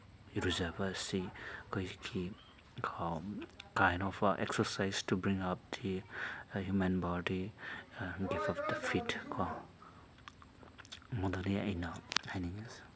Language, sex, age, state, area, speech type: Manipuri, male, 30-45, Manipur, urban, spontaneous